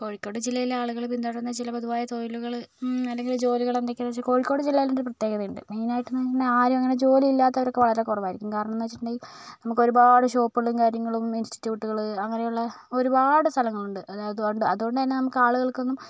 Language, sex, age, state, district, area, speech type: Malayalam, female, 30-45, Kerala, Kozhikode, urban, spontaneous